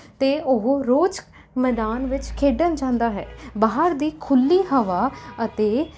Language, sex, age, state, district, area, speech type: Punjabi, female, 18-30, Punjab, Rupnagar, urban, spontaneous